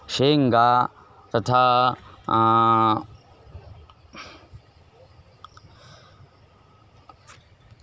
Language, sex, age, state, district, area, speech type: Sanskrit, male, 18-30, Karnataka, Bellary, rural, spontaneous